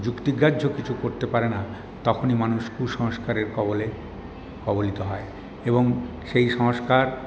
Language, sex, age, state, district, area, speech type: Bengali, male, 60+, West Bengal, Paschim Bardhaman, urban, spontaneous